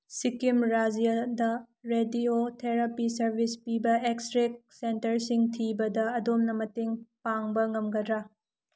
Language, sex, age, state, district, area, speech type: Manipuri, female, 18-30, Manipur, Tengnoupal, rural, read